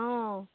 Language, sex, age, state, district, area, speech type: Assamese, female, 60+, Assam, Golaghat, rural, conversation